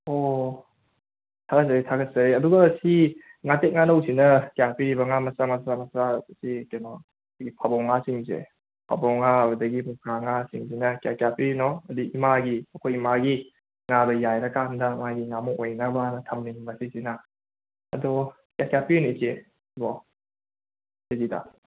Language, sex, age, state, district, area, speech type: Manipuri, male, 18-30, Manipur, Imphal West, rural, conversation